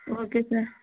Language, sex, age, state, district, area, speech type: Telugu, female, 30-45, Andhra Pradesh, Vizianagaram, rural, conversation